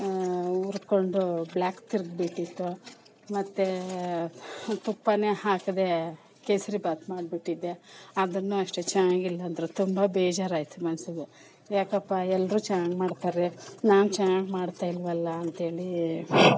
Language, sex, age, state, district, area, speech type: Kannada, female, 45-60, Karnataka, Kolar, rural, spontaneous